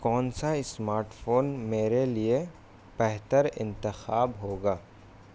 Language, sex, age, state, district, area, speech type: Urdu, male, 18-30, Bihar, Gaya, rural, spontaneous